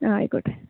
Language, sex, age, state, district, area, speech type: Malayalam, female, 18-30, Kerala, Malappuram, rural, conversation